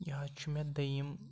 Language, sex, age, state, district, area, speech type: Kashmiri, male, 18-30, Jammu and Kashmir, Pulwama, rural, spontaneous